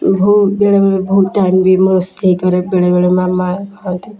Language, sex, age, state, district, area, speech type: Odia, female, 18-30, Odisha, Kendujhar, urban, spontaneous